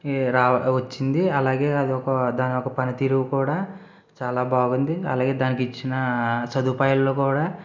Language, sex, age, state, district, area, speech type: Telugu, male, 45-60, Andhra Pradesh, East Godavari, rural, spontaneous